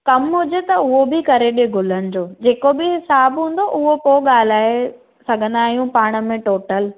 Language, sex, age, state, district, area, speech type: Sindhi, female, 18-30, Maharashtra, Thane, urban, conversation